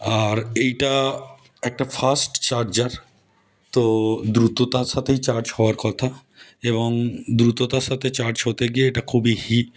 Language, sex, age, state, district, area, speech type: Bengali, male, 30-45, West Bengal, Howrah, urban, spontaneous